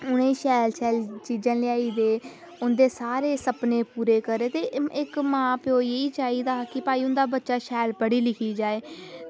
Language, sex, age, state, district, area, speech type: Dogri, female, 18-30, Jammu and Kashmir, Samba, rural, spontaneous